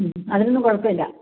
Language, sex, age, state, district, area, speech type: Malayalam, female, 60+, Kerala, Idukki, rural, conversation